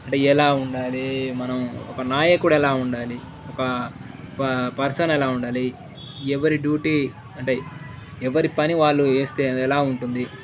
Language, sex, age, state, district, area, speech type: Telugu, male, 18-30, Telangana, Jangaon, rural, spontaneous